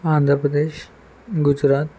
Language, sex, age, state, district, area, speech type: Telugu, male, 18-30, Andhra Pradesh, Eluru, rural, spontaneous